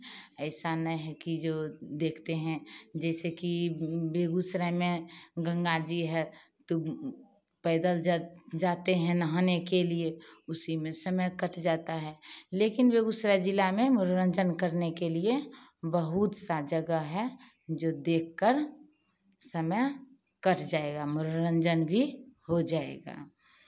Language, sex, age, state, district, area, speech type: Hindi, female, 45-60, Bihar, Begusarai, rural, spontaneous